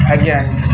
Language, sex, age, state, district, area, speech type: Odia, male, 18-30, Odisha, Kendrapara, urban, spontaneous